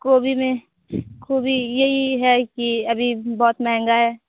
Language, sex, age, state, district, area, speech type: Hindi, female, 18-30, Bihar, Vaishali, rural, conversation